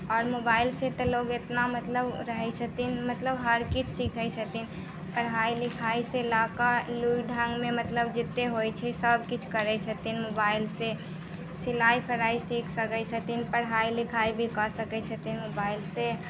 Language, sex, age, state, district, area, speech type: Maithili, female, 18-30, Bihar, Muzaffarpur, rural, spontaneous